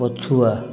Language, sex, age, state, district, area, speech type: Odia, male, 30-45, Odisha, Ganjam, urban, read